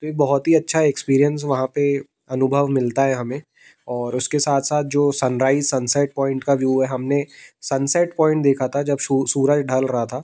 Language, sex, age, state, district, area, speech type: Hindi, male, 30-45, Madhya Pradesh, Jabalpur, urban, spontaneous